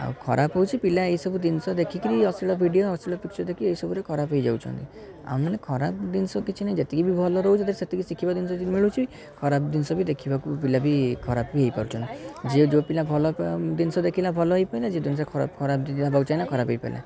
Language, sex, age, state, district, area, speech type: Odia, male, 18-30, Odisha, Cuttack, urban, spontaneous